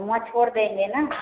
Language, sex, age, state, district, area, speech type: Hindi, female, 30-45, Uttar Pradesh, Prayagraj, rural, conversation